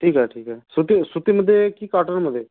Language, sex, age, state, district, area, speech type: Marathi, male, 18-30, Maharashtra, Gondia, rural, conversation